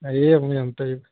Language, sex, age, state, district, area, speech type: Sanskrit, male, 18-30, West Bengal, North 24 Parganas, rural, conversation